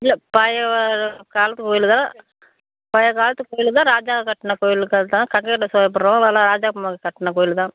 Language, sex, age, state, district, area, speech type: Tamil, female, 60+, Tamil Nadu, Ariyalur, rural, conversation